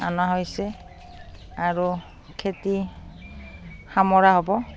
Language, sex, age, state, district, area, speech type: Assamese, female, 30-45, Assam, Barpeta, rural, spontaneous